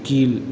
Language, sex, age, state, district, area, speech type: Tamil, male, 18-30, Tamil Nadu, Ariyalur, rural, read